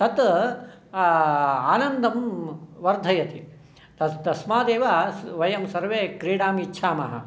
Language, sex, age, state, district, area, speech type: Sanskrit, male, 60+, Karnataka, Shimoga, urban, spontaneous